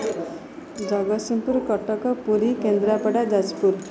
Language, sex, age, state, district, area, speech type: Odia, female, 30-45, Odisha, Jagatsinghpur, rural, spontaneous